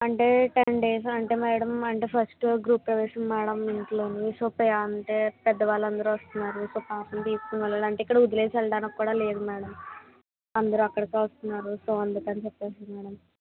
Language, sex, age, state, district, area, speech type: Telugu, female, 60+, Andhra Pradesh, Kakinada, rural, conversation